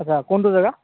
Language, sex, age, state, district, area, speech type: Assamese, male, 30-45, Assam, Tinsukia, rural, conversation